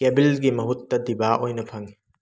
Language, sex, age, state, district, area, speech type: Manipuri, male, 30-45, Manipur, Thoubal, rural, read